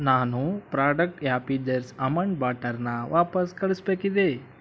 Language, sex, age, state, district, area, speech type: Kannada, male, 18-30, Karnataka, Chitradurga, rural, read